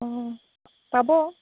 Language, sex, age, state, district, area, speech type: Assamese, female, 45-60, Assam, Golaghat, rural, conversation